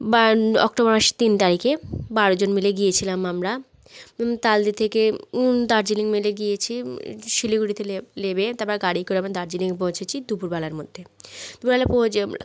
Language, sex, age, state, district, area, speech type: Bengali, female, 30-45, West Bengal, South 24 Parganas, rural, spontaneous